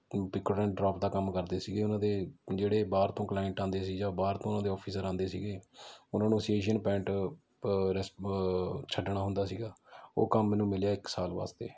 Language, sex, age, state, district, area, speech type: Punjabi, male, 30-45, Punjab, Mohali, urban, spontaneous